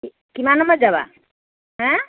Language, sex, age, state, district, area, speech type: Assamese, female, 60+, Assam, Lakhimpur, rural, conversation